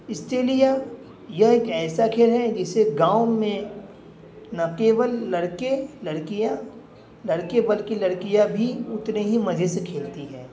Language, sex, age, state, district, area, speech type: Urdu, male, 18-30, Bihar, Darbhanga, urban, spontaneous